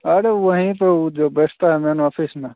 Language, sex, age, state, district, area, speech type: Hindi, male, 30-45, Bihar, Begusarai, rural, conversation